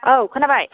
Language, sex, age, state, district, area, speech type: Bodo, female, 30-45, Assam, Kokrajhar, rural, conversation